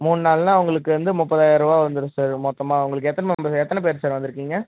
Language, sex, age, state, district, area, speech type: Tamil, male, 18-30, Tamil Nadu, Vellore, rural, conversation